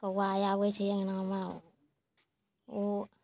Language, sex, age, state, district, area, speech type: Maithili, female, 60+, Bihar, Araria, rural, spontaneous